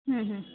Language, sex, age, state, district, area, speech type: Kannada, female, 18-30, Karnataka, Gadag, rural, conversation